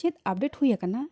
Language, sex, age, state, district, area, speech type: Santali, female, 45-60, Jharkhand, Bokaro, rural, spontaneous